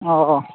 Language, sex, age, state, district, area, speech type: Manipuri, male, 45-60, Manipur, Churachandpur, rural, conversation